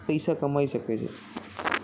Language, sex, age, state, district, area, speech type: Gujarati, male, 18-30, Gujarat, Aravalli, urban, spontaneous